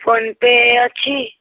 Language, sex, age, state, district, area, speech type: Odia, female, 18-30, Odisha, Bhadrak, rural, conversation